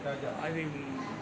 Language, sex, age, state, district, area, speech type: Telugu, male, 60+, Telangana, Hyderabad, urban, spontaneous